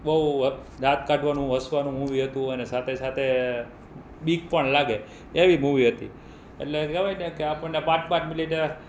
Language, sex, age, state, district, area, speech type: Gujarati, male, 30-45, Gujarat, Rajkot, urban, spontaneous